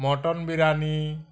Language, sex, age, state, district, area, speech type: Bengali, male, 45-60, West Bengal, Uttar Dinajpur, rural, spontaneous